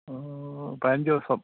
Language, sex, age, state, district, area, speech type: Malayalam, male, 45-60, Kerala, Kottayam, rural, conversation